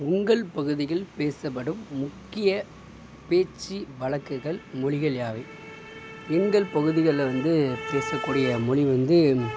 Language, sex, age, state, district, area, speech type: Tamil, male, 60+, Tamil Nadu, Mayiladuthurai, rural, spontaneous